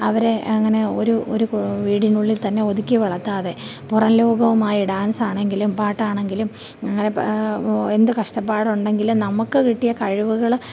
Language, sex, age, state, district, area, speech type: Malayalam, female, 30-45, Kerala, Thiruvananthapuram, rural, spontaneous